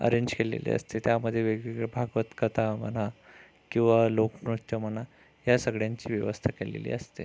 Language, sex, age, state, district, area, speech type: Marathi, male, 30-45, Maharashtra, Amravati, urban, spontaneous